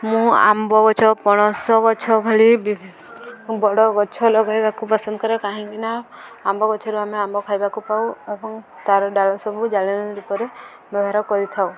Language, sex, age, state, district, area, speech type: Odia, female, 18-30, Odisha, Subarnapur, urban, spontaneous